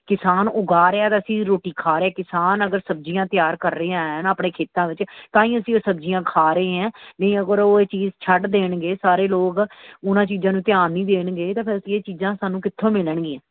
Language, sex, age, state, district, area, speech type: Punjabi, female, 30-45, Punjab, Pathankot, urban, conversation